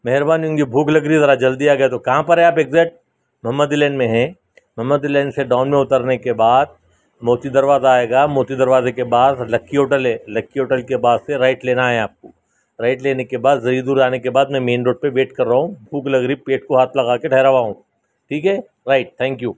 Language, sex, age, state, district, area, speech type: Urdu, male, 45-60, Telangana, Hyderabad, urban, spontaneous